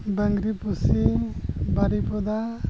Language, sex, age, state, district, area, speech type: Santali, male, 45-60, Odisha, Mayurbhanj, rural, spontaneous